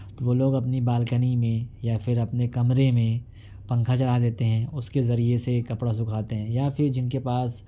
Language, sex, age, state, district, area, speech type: Urdu, male, 18-30, Uttar Pradesh, Ghaziabad, urban, spontaneous